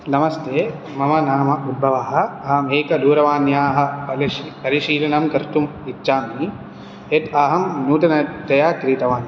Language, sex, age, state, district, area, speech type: Sanskrit, male, 18-30, Telangana, Hyderabad, urban, spontaneous